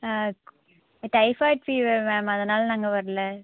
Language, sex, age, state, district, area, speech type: Tamil, female, 18-30, Tamil Nadu, Krishnagiri, rural, conversation